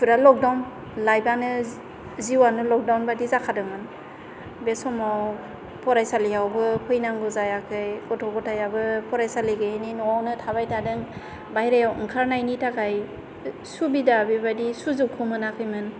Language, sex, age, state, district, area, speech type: Bodo, female, 45-60, Assam, Kokrajhar, urban, spontaneous